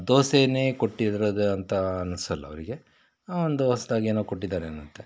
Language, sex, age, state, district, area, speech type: Kannada, male, 45-60, Karnataka, Bangalore Rural, rural, spontaneous